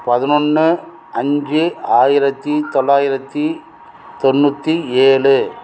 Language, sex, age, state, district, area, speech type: Tamil, male, 45-60, Tamil Nadu, Krishnagiri, rural, spontaneous